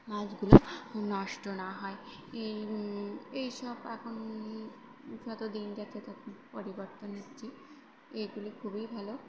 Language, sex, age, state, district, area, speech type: Bengali, female, 18-30, West Bengal, Birbhum, urban, spontaneous